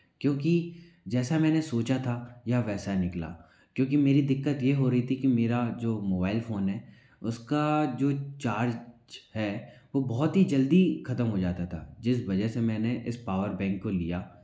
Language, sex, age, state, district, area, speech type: Hindi, male, 45-60, Madhya Pradesh, Bhopal, urban, spontaneous